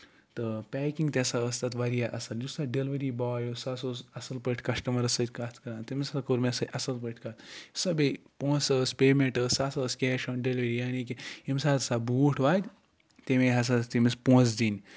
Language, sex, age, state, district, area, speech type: Kashmiri, male, 30-45, Jammu and Kashmir, Ganderbal, rural, spontaneous